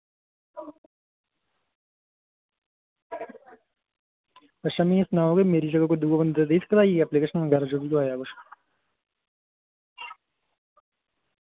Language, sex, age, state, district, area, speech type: Dogri, male, 18-30, Jammu and Kashmir, Reasi, rural, conversation